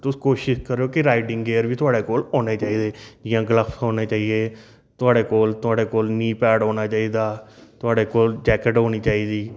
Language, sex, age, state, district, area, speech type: Dogri, male, 30-45, Jammu and Kashmir, Reasi, urban, spontaneous